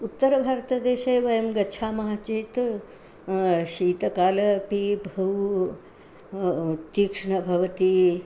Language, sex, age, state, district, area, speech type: Sanskrit, female, 60+, Karnataka, Bangalore Urban, rural, spontaneous